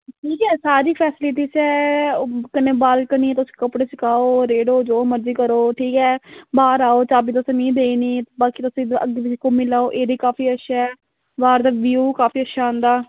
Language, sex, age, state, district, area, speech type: Dogri, female, 18-30, Jammu and Kashmir, Samba, rural, conversation